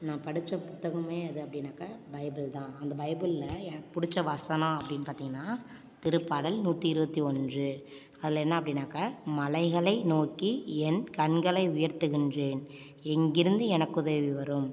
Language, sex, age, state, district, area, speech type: Tamil, female, 18-30, Tamil Nadu, Ariyalur, rural, spontaneous